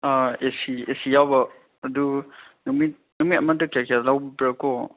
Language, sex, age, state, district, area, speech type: Manipuri, male, 18-30, Manipur, Chandel, rural, conversation